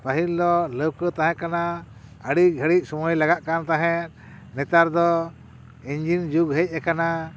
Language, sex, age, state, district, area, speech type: Santali, male, 60+, West Bengal, Paschim Bardhaman, rural, spontaneous